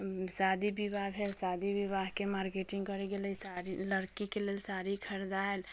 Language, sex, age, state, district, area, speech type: Maithili, female, 18-30, Bihar, Muzaffarpur, rural, spontaneous